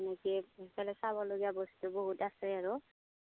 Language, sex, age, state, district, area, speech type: Assamese, female, 45-60, Assam, Darrang, rural, conversation